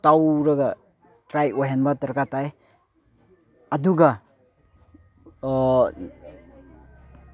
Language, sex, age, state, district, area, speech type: Manipuri, male, 18-30, Manipur, Chandel, rural, spontaneous